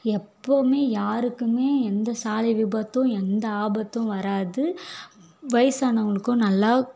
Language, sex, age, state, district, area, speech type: Tamil, female, 18-30, Tamil Nadu, Tiruvannamalai, urban, spontaneous